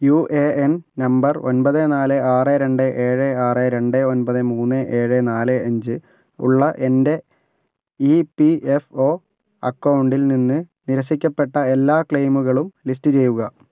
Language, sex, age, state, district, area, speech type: Malayalam, male, 30-45, Kerala, Kozhikode, urban, read